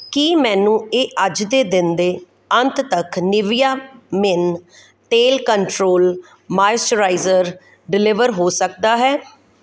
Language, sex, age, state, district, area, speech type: Punjabi, female, 45-60, Punjab, Kapurthala, rural, read